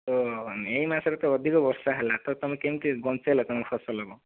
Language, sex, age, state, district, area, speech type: Odia, male, 60+, Odisha, Kandhamal, rural, conversation